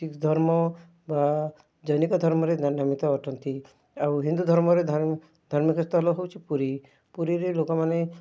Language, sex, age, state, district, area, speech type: Odia, male, 30-45, Odisha, Kalahandi, rural, spontaneous